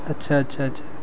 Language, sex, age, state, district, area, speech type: Urdu, male, 18-30, Bihar, Gaya, urban, spontaneous